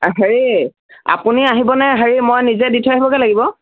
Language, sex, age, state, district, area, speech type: Assamese, male, 18-30, Assam, Golaghat, rural, conversation